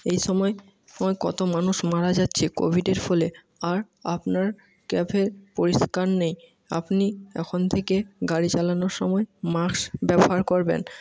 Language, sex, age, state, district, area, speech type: Bengali, male, 18-30, West Bengal, Jhargram, rural, spontaneous